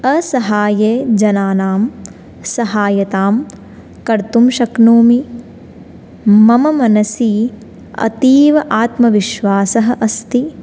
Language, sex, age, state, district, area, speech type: Sanskrit, female, 18-30, Rajasthan, Jaipur, urban, spontaneous